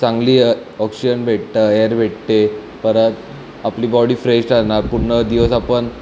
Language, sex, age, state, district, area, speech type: Marathi, male, 18-30, Maharashtra, Mumbai City, urban, spontaneous